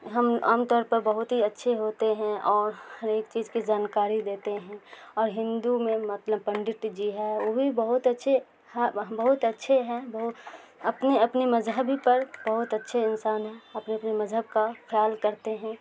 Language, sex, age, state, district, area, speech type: Urdu, female, 30-45, Bihar, Supaul, rural, spontaneous